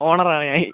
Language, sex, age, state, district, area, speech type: Malayalam, male, 18-30, Kerala, Kollam, rural, conversation